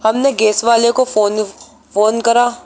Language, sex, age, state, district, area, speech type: Urdu, male, 18-30, Delhi, East Delhi, urban, spontaneous